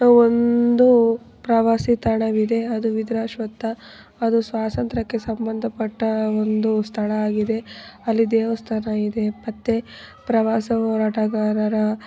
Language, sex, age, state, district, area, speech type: Kannada, female, 18-30, Karnataka, Chikkaballapur, rural, spontaneous